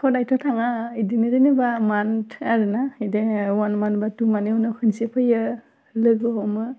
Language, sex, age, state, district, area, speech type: Bodo, female, 18-30, Assam, Udalguri, urban, spontaneous